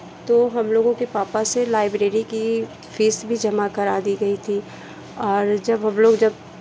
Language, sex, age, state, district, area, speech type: Hindi, female, 30-45, Uttar Pradesh, Chandauli, rural, spontaneous